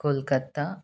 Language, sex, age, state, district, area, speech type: Sanskrit, female, 30-45, Tamil Nadu, Chennai, urban, spontaneous